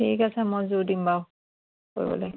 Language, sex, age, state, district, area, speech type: Assamese, female, 45-60, Assam, Dibrugarh, urban, conversation